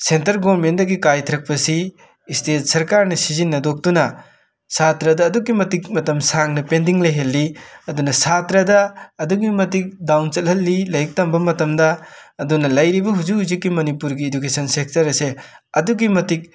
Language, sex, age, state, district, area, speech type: Manipuri, male, 18-30, Manipur, Imphal West, rural, spontaneous